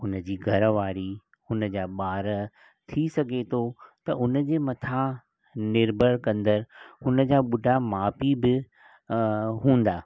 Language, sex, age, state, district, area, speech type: Sindhi, male, 60+, Maharashtra, Mumbai Suburban, urban, spontaneous